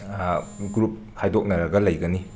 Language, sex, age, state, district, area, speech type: Manipuri, male, 45-60, Manipur, Imphal West, urban, spontaneous